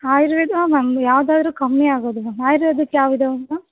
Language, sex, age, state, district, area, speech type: Kannada, female, 18-30, Karnataka, Bellary, urban, conversation